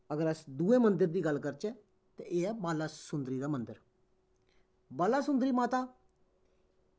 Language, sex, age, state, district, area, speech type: Dogri, male, 30-45, Jammu and Kashmir, Kathua, rural, spontaneous